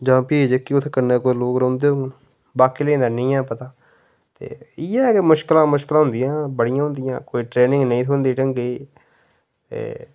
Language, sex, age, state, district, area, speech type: Dogri, male, 30-45, Jammu and Kashmir, Udhampur, rural, spontaneous